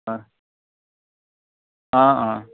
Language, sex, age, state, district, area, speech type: Assamese, male, 45-60, Assam, Dhemaji, urban, conversation